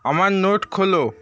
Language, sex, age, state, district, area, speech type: Bengali, male, 30-45, West Bengal, Paschim Medinipur, rural, read